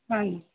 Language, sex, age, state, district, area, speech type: Punjabi, female, 30-45, Punjab, Mansa, urban, conversation